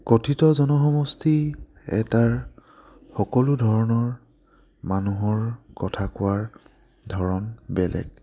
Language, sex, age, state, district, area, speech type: Assamese, male, 18-30, Assam, Lakhimpur, urban, spontaneous